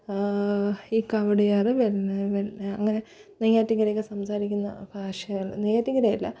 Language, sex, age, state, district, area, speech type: Malayalam, female, 30-45, Kerala, Thiruvananthapuram, rural, spontaneous